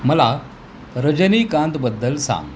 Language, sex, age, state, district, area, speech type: Marathi, male, 45-60, Maharashtra, Thane, rural, read